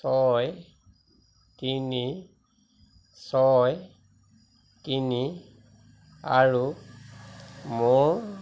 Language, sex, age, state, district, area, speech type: Assamese, male, 45-60, Assam, Majuli, rural, read